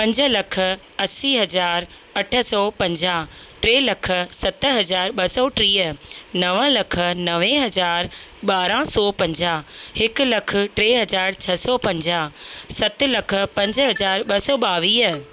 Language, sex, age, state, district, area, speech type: Sindhi, female, 30-45, Rajasthan, Ajmer, urban, spontaneous